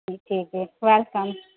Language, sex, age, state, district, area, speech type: Urdu, female, 30-45, Uttar Pradesh, Lucknow, rural, conversation